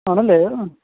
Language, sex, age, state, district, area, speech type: Malayalam, male, 30-45, Kerala, Ernakulam, rural, conversation